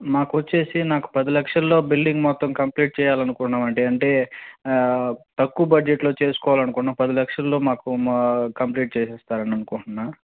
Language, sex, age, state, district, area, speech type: Telugu, male, 30-45, Andhra Pradesh, Nellore, rural, conversation